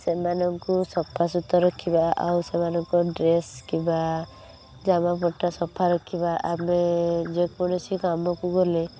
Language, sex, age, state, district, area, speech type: Odia, female, 18-30, Odisha, Balasore, rural, spontaneous